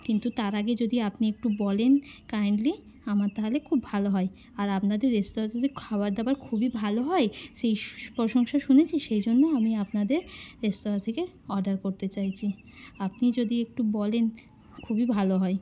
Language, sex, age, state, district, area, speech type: Bengali, female, 18-30, West Bengal, Bankura, urban, spontaneous